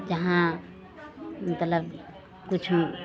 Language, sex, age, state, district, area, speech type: Hindi, female, 60+, Uttar Pradesh, Lucknow, rural, spontaneous